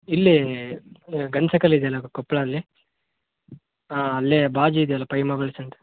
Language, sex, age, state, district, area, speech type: Kannada, male, 18-30, Karnataka, Koppal, rural, conversation